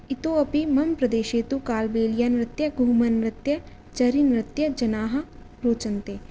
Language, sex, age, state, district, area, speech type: Sanskrit, female, 18-30, Rajasthan, Jaipur, urban, spontaneous